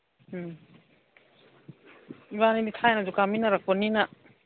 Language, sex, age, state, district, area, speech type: Manipuri, female, 45-60, Manipur, Imphal East, rural, conversation